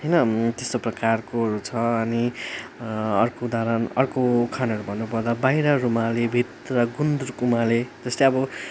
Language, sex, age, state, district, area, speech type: Nepali, male, 18-30, West Bengal, Darjeeling, rural, spontaneous